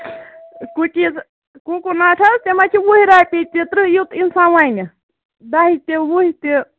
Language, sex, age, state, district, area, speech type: Kashmiri, female, 45-60, Jammu and Kashmir, Ganderbal, rural, conversation